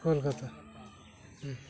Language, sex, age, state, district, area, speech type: Santali, male, 60+, West Bengal, Dakshin Dinajpur, rural, spontaneous